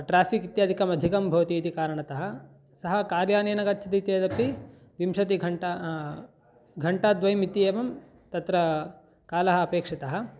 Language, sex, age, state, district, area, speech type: Sanskrit, male, 18-30, Karnataka, Chikkaballapur, rural, spontaneous